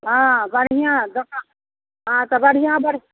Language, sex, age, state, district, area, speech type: Maithili, female, 60+, Bihar, Begusarai, rural, conversation